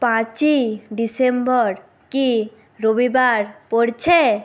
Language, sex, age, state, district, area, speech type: Bengali, female, 18-30, West Bengal, Nadia, rural, read